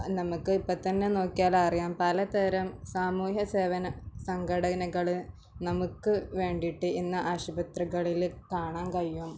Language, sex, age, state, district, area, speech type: Malayalam, female, 18-30, Kerala, Malappuram, rural, spontaneous